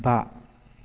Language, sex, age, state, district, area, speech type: Bodo, male, 18-30, Assam, Baksa, rural, read